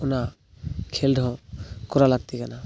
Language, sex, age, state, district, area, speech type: Santali, male, 18-30, West Bengal, Purulia, rural, spontaneous